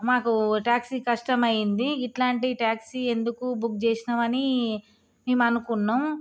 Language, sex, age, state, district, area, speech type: Telugu, female, 30-45, Telangana, Jagtial, rural, spontaneous